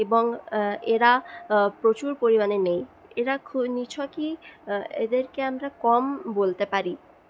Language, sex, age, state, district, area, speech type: Bengali, female, 30-45, West Bengal, Purulia, rural, spontaneous